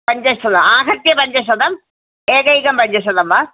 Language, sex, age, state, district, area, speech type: Sanskrit, female, 45-60, Kerala, Thiruvananthapuram, urban, conversation